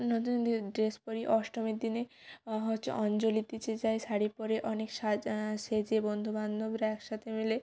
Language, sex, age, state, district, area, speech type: Bengali, female, 18-30, West Bengal, Jalpaiguri, rural, spontaneous